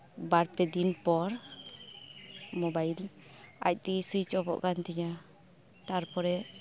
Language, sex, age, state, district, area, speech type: Santali, female, 18-30, West Bengal, Birbhum, rural, spontaneous